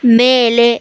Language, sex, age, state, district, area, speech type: Kannada, female, 18-30, Karnataka, Tumkur, urban, read